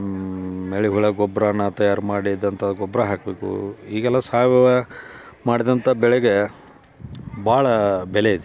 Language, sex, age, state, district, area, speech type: Kannada, male, 45-60, Karnataka, Dharwad, rural, spontaneous